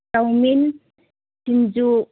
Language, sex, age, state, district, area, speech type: Manipuri, female, 18-30, Manipur, Kakching, rural, conversation